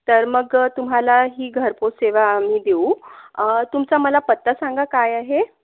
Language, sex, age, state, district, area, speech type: Marathi, female, 45-60, Maharashtra, Yavatmal, urban, conversation